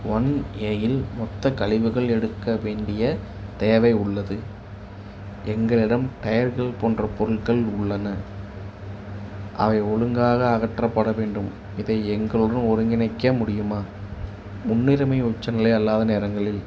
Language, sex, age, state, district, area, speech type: Tamil, male, 18-30, Tamil Nadu, Namakkal, rural, read